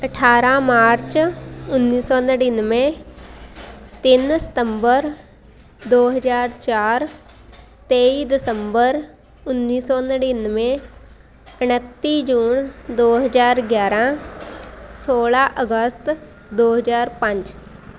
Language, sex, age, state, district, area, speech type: Punjabi, female, 18-30, Punjab, Shaheed Bhagat Singh Nagar, rural, spontaneous